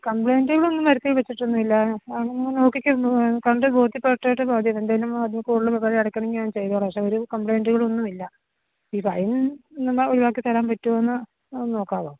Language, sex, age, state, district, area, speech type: Malayalam, female, 30-45, Kerala, Idukki, rural, conversation